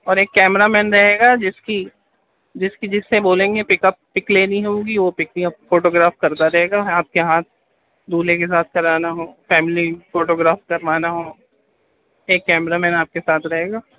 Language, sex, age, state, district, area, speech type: Urdu, male, 30-45, Uttar Pradesh, Gautam Buddha Nagar, urban, conversation